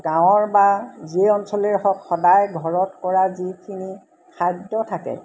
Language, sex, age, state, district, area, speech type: Assamese, female, 60+, Assam, Golaghat, urban, spontaneous